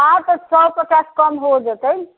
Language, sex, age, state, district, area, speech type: Maithili, female, 60+, Bihar, Sitamarhi, rural, conversation